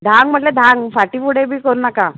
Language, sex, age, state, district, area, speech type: Goan Konkani, female, 45-60, Goa, Murmgao, rural, conversation